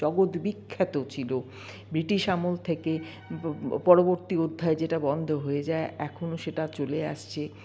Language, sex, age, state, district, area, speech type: Bengali, female, 45-60, West Bengal, Paschim Bardhaman, urban, spontaneous